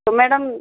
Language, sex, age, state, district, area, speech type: Hindi, female, 30-45, Rajasthan, Karauli, rural, conversation